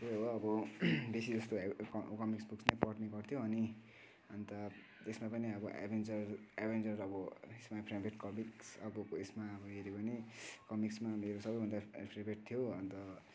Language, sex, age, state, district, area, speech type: Nepali, male, 18-30, West Bengal, Kalimpong, rural, spontaneous